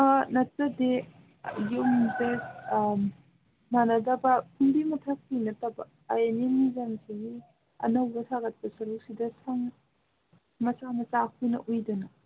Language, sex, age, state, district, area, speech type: Manipuri, female, 18-30, Manipur, Senapati, urban, conversation